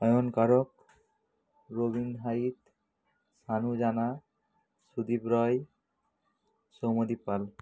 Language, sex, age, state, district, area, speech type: Bengali, male, 45-60, West Bengal, Purba Medinipur, rural, spontaneous